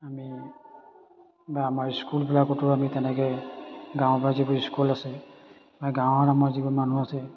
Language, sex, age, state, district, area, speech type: Assamese, male, 30-45, Assam, Majuli, urban, spontaneous